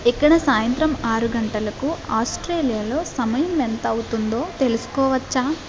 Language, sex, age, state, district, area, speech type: Telugu, female, 45-60, Andhra Pradesh, Kakinada, rural, read